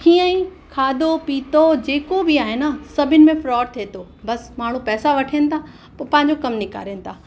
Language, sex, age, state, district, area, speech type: Sindhi, female, 30-45, Uttar Pradesh, Lucknow, urban, spontaneous